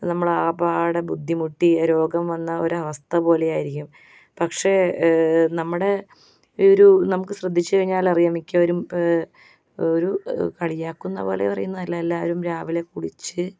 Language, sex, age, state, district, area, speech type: Malayalam, female, 30-45, Kerala, Alappuzha, rural, spontaneous